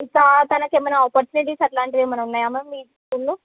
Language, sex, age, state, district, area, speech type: Telugu, female, 18-30, Telangana, Medak, urban, conversation